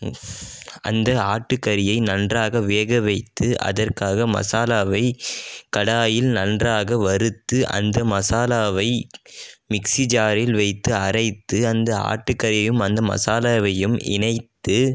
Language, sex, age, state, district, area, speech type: Tamil, male, 18-30, Tamil Nadu, Dharmapuri, urban, spontaneous